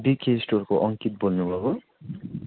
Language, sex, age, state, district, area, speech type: Nepali, male, 18-30, West Bengal, Darjeeling, rural, conversation